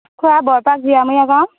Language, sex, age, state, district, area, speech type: Assamese, female, 30-45, Assam, Dhemaji, rural, conversation